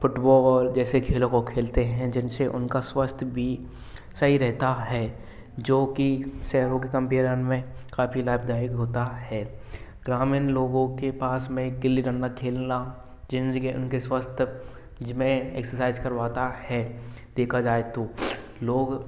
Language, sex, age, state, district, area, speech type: Hindi, male, 18-30, Rajasthan, Bharatpur, rural, spontaneous